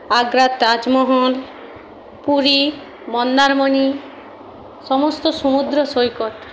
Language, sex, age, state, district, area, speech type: Bengali, female, 60+, West Bengal, Jhargram, rural, spontaneous